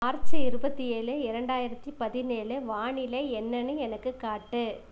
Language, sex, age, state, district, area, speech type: Tamil, female, 30-45, Tamil Nadu, Namakkal, rural, read